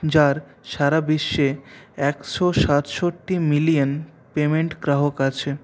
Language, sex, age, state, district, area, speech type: Bengali, male, 30-45, West Bengal, Purulia, urban, spontaneous